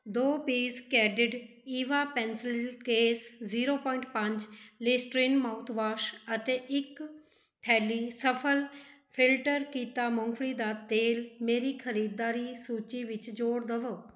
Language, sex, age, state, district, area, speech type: Punjabi, female, 45-60, Punjab, Mohali, urban, read